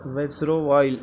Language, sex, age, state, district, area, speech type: Urdu, male, 18-30, Telangana, Hyderabad, urban, read